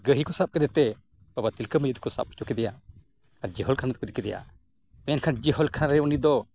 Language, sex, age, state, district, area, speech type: Santali, male, 45-60, Odisha, Mayurbhanj, rural, spontaneous